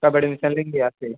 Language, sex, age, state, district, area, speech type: Hindi, male, 18-30, Uttar Pradesh, Mau, rural, conversation